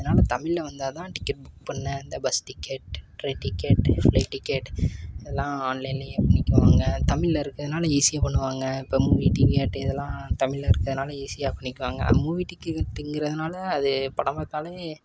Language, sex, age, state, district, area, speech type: Tamil, male, 18-30, Tamil Nadu, Tiruppur, rural, spontaneous